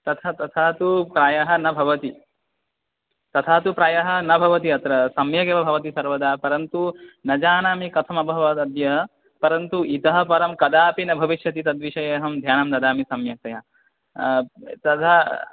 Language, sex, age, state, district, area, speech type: Sanskrit, male, 18-30, West Bengal, Cooch Behar, rural, conversation